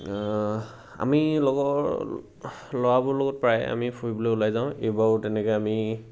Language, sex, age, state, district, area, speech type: Assamese, male, 18-30, Assam, Sivasagar, rural, spontaneous